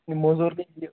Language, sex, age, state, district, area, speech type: Kashmiri, male, 18-30, Jammu and Kashmir, Pulwama, urban, conversation